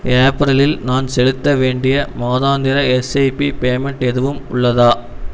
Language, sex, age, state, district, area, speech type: Tamil, male, 18-30, Tamil Nadu, Erode, rural, read